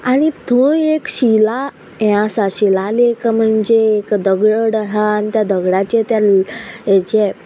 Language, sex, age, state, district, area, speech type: Goan Konkani, female, 30-45, Goa, Quepem, rural, spontaneous